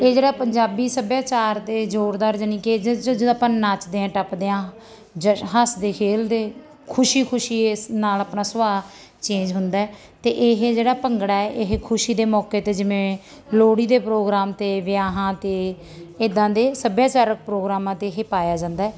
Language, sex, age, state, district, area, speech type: Punjabi, female, 30-45, Punjab, Mansa, rural, spontaneous